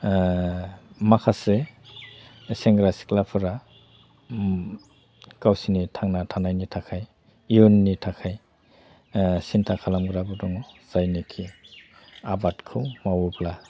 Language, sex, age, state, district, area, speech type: Bodo, male, 45-60, Assam, Udalguri, rural, spontaneous